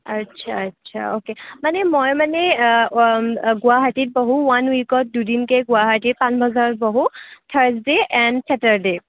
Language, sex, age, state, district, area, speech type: Assamese, female, 18-30, Assam, Kamrup Metropolitan, urban, conversation